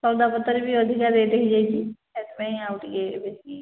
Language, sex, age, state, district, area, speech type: Odia, female, 45-60, Odisha, Angul, rural, conversation